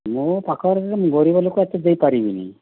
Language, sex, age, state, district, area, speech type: Odia, male, 45-60, Odisha, Boudh, rural, conversation